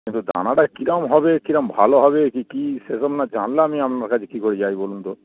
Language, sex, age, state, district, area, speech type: Bengali, male, 30-45, West Bengal, Darjeeling, rural, conversation